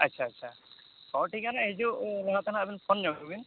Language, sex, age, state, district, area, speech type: Santali, male, 45-60, Odisha, Mayurbhanj, rural, conversation